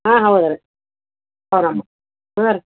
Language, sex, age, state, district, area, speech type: Kannada, female, 45-60, Karnataka, Gulbarga, urban, conversation